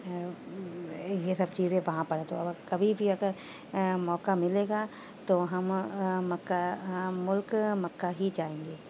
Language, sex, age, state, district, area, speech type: Urdu, female, 30-45, Uttar Pradesh, Shahjahanpur, urban, spontaneous